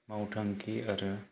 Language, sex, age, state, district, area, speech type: Bodo, male, 30-45, Assam, Kokrajhar, rural, spontaneous